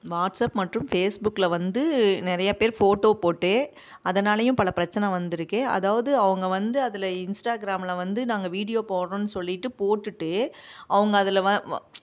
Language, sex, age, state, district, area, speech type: Tamil, female, 45-60, Tamil Nadu, Namakkal, rural, spontaneous